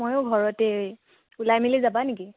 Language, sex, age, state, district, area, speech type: Assamese, female, 18-30, Assam, Sivasagar, rural, conversation